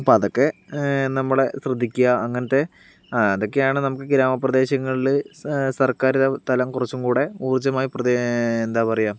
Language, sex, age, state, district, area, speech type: Malayalam, male, 45-60, Kerala, Palakkad, rural, spontaneous